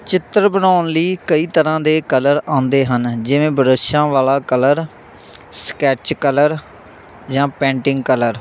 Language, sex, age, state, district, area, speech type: Punjabi, male, 18-30, Punjab, Shaheed Bhagat Singh Nagar, rural, spontaneous